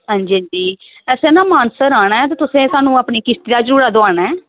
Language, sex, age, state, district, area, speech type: Dogri, female, 30-45, Jammu and Kashmir, Samba, rural, conversation